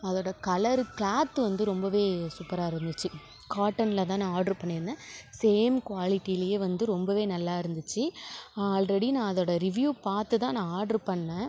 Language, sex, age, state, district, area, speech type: Tamil, female, 30-45, Tamil Nadu, Mayiladuthurai, urban, spontaneous